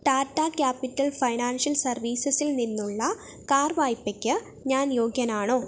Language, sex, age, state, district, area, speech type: Malayalam, female, 18-30, Kerala, Wayanad, rural, read